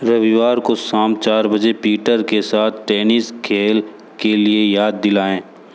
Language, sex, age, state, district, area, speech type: Hindi, male, 60+, Uttar Pradesh, Sonbhadra, rural, read